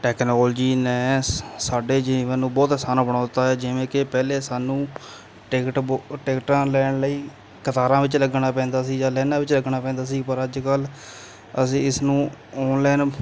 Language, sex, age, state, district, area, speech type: Punjabi, male, 18-30, Punjab, Kapurthala, rural, spontaneous